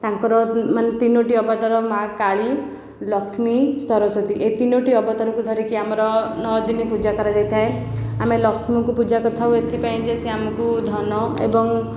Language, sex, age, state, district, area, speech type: Odia, female, 18-30, Odisha, Khordha, rural, spontaneous